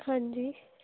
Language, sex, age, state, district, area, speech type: Punjabi, female, 18-30, Punjab, Muktsar, urban, conversation